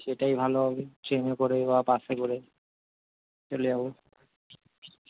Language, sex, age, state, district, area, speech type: Bengali, male, 18-30, West Bengal, Kolkata, urban, conversation